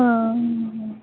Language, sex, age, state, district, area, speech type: Urdu, female, 18-30, Delhi, East Delhi, urban, conversation